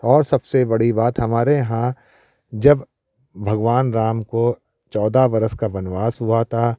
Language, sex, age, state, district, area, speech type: Hindi, male, 45-60, Uttar Pradesh, Prayagraj, urban, spontaneous